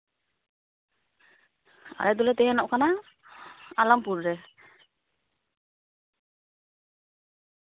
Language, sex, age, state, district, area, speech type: Santali, female, 18-30, West Bengal, Malda, rural, conversation